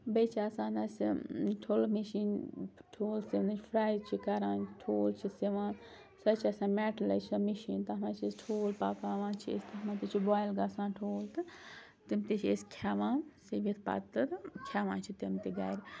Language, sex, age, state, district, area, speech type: Kashmiri, female, 30-45, Jammu and Kashmir, Srinagar, urban, spontaneous